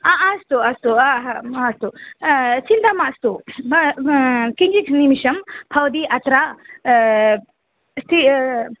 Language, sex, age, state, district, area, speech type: Sanskrit, female, 18-30, Kerala, Palakkad, rural, conversation